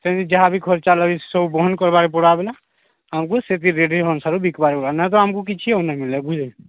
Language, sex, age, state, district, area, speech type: Odia, male, 45-60, Odisha, Nuapada, urban, conversation